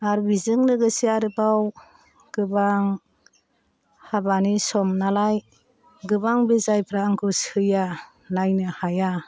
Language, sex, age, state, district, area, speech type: Bodo, female, 45-60, Assam, Chirang, rural, spontaneous